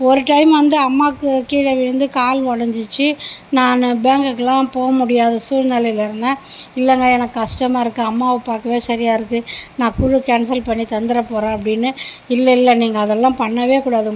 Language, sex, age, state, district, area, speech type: Tamil, female, 60+, Tamil Nadu, Mayiladuthurai, urban, spontaneous